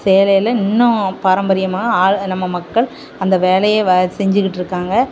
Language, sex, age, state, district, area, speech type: Tamil, female, 30-45, Tamil Nadu, Thoothukudi, urban, spontaneous